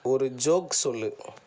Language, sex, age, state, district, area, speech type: Tamil, male, 30-45, Tamil Nadu, Tiruvarur, rural, read